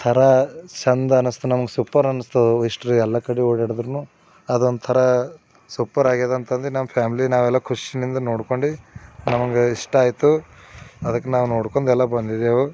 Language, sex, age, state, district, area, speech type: Kannada, male, 30-45, Karnataka, Bidar, urban, spontaneous